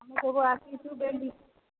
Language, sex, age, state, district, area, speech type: Odia, female, 45-60, Odisha, Sundergarh, rural, conversation